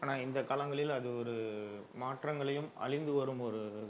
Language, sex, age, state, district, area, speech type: Tamil, male, 30-45, Tamil Nadu, Kallakurichi, urban, spontaneous